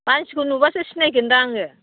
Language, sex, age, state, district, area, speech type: Bodo, female, 45-60, Assam, Udalguri, rural, conversation